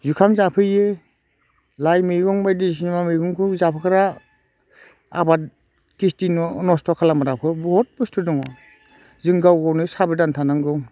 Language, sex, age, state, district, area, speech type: Bodo, male, 45-60, Assam, Udalguri, rural, spontaneous